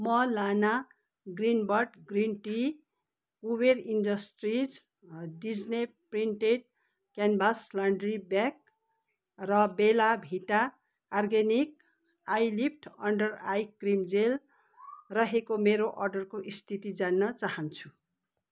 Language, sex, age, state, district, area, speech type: Nepali, female, 45-60, West Bengal, Kalimpong, rural, read